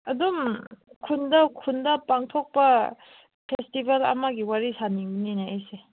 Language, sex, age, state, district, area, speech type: Manipuri, female, 18-30, Manipur, Kangpokpi, urban, conversation